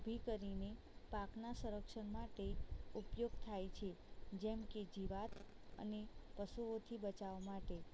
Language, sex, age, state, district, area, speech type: Gujarati, female, 18-30, Gujarat, Anand, rural, spontaneous